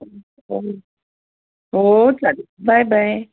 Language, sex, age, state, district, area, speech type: Marathi, female, 45-60, Maharashtra, Pune, urban, conversation